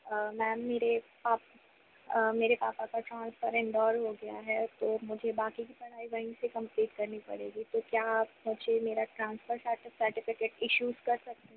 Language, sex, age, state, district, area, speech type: Hindi, female, 18-30, Madhya Pradesh, Jabalpur, urban, conversation